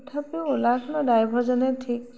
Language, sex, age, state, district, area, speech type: Assamese, female, 60+, Assam, Tinsukia, rural, spontaneous